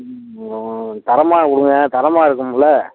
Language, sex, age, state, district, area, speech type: Tamil, male, 60+, Tamil Nadu, Pudukkottai, rural, conversation